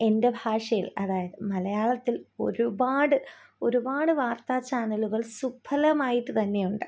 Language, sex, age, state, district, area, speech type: Malayalam, female, 18-30, Kerala, Thiruvananthapuram, rural, spontaneous